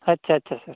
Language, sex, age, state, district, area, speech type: Marathi, male, 18-30, Maharashtra, Washim, rural, conversation